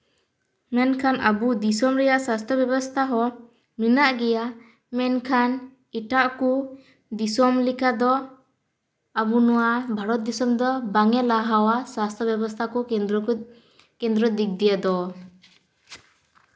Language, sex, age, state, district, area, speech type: Santali, female, 18-30, West Bengal, Purba Bardhaman, rural, spontaneous